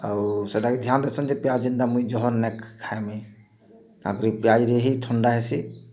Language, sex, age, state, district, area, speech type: Odia, male, 45-60, Odisha, Bargarh, urban, spontaneous